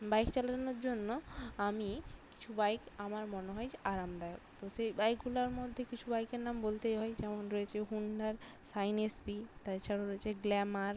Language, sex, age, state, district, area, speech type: Bengali, female, 30-45, West Bengal, Bankura, urban, spontaneous